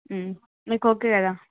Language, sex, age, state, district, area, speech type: Telugu, female, 18-30, Andhra Pradesh, Visakhapatnam, urban, conversation